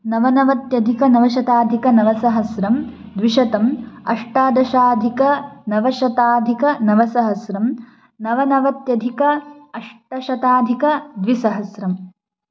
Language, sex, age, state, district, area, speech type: Sanskrit, female, 18-30, Karnataka, Chikkamagaluru, urban, spontaneous